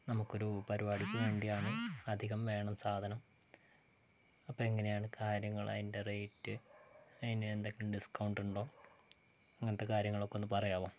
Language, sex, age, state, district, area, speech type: Malayalam, male, 18-30, Kerala, Wayanad, rural, spontaneous